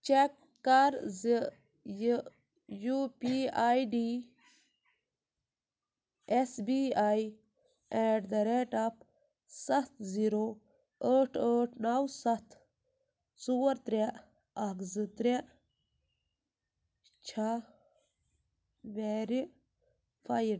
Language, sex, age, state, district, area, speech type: Kashmiri, female, 18-30, Jammu and Kashmir, Ganderbal, rural, read